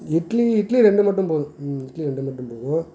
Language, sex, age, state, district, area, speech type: Tamil, male, 30-45, Tamil Nadu, Madurai, rural, spontaneous